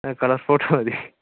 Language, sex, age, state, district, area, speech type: Malayalam, male, 18-30, Kerala, Pathanamthitta, rural, conversation